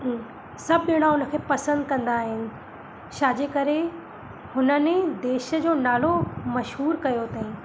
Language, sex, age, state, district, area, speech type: Sindhi, female, 30-45, Madhya Pradesh, Katni, urban, spontaneous